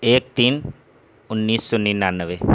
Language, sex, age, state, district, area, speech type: Urdu, male, 18-30, Bihar, Purnia, rural, spontaneous